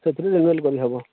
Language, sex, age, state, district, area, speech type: Odia, male, 45-60, Odisha, Subarnapur, urban, conversation